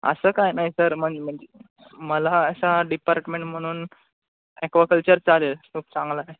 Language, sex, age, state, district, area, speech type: Marathi, male, 18-30, Maharashtra, Ratnagiri, rural, conversation